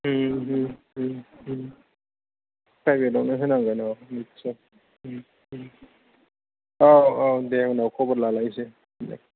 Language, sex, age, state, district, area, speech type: Bodo, male, 30-45, Assam, Kokrajhar, rural, conversation